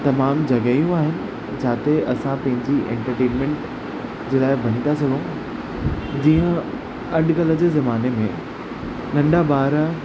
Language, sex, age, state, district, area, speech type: Sindhi, male, 18-30, Maharashtra, Thane, urban, spontaneous